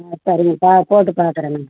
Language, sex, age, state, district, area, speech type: Tamil, female, 60+, Tamil Nadu, Virudhunagar, rural, conversation